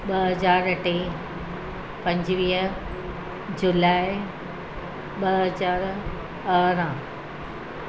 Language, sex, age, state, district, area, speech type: Sindhi, female, 60+, Gujarat, Junagadh, urban, spontaneous